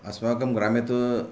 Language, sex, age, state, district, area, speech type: Sanskrit, male, 60+, Karnataka, Vijayapura, urban, spontaneous